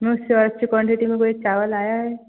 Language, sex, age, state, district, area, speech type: Hindi, female, 18-30, Madhya Pradesh, Betul, rural, conversation